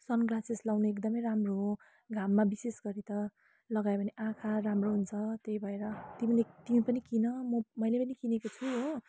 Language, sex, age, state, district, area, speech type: Nepali, female, 18-30, West Bengal, Kalimpong, rural, spontaneous